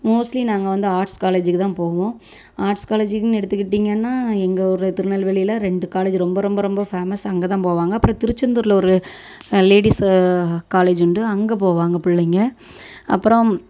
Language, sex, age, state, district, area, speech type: Tamil, female, 30-45, Tamil Nadu, Thoothukudi, rural, spontaneous